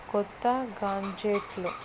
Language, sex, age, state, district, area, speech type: Telugu, female, 18-30, Andhra Pradesh, Visakhapatnam, urban, read